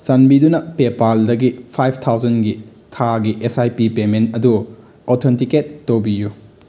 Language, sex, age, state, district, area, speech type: Manipuri, male, 18-30, Manipur, Bishnupur, rural, read